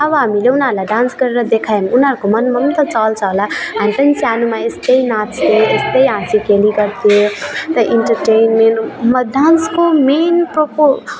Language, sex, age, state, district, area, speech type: Nepali, female, 18-30, West Bengal, Alipurduar, urban, spontaneous